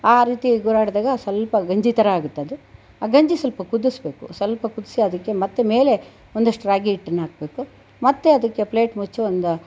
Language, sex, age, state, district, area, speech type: Kannada, female, 60+, Karnataka, Chitradurga, rural, spontaneous